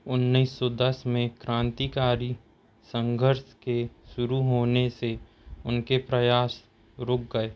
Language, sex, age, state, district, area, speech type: Hindi, male, 30-45, Madhya Pradesh, Seoni, urban, read